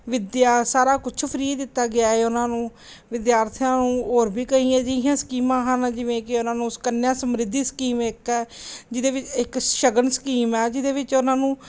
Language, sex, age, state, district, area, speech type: Punjabi, female, 30-45, Punjab, Gurdaspur, rural, spontaneous